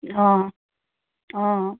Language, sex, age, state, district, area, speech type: Assamese, female, 45-60, Assam, Charaideo, urban, conversation